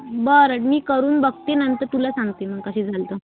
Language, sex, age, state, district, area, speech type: Marathi, female, 18-30, Maharashtra, Amravati, rural, conversation